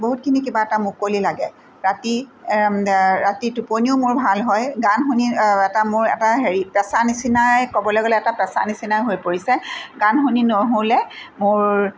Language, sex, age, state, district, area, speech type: Assamese, female, 45-60, Assam, Tinsukia, rural, spontaneous